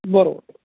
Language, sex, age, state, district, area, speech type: Marathi, male, 30-45, Maharashtra, Jalna, urban, conversation